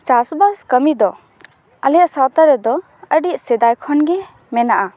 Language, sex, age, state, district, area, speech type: Santali, female, 18-30, West Bengal, Paschim Bardhaman, rural, spontaneous